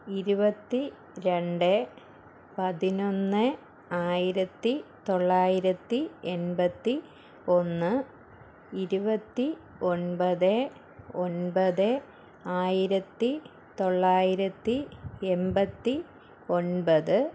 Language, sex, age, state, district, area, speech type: Malayalam, female, 30-45, Kerala, Thiruvananthapuram, rural, spontaneous